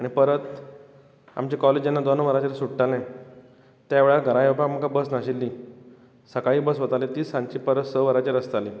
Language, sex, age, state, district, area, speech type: Goan Konkani, male, 45-60, Goa, Bardez, rural, spontaneous